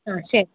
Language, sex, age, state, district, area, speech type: Malayalam, female, 30-45, Kerala, Ernakulam, rural, conversation